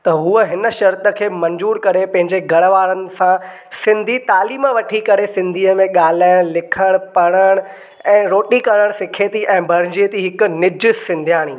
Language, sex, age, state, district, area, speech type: Sindhi, male, 18-30, Maharashtra, Thane, urban, spontaneous